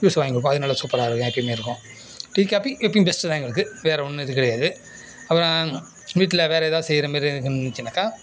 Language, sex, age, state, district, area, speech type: Tamil, male, 60+, Tamil Nadu, Nagapattinam, rural, spontaneous